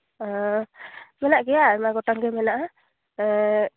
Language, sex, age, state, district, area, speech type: Santali, female, 30-45, West Bengal, Purulia, rural, conversation